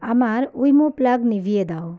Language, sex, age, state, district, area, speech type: Bengali, female, 45-60, West Bengal, South 24 Parganas, rural, read